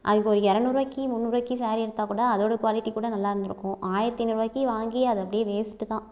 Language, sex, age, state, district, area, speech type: Tamil, female, 30-45, Tamil Nadu, Mayiladuthurai, rural, spontaneous